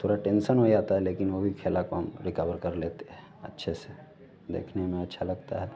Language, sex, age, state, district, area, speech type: Hindi, male, 30-45, Bihar, Vaishali, urban, spontaneous